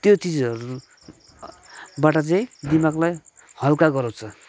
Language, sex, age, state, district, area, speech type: Nepali, male, 30-45, West Bengal, Kalimpong, rural, spontaneous